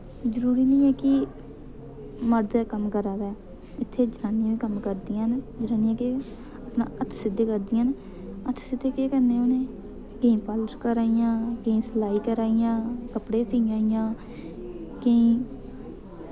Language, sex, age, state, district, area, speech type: Dogri, female, 18-30, Jammu and Kashmir, Reasi, rural, spontaneous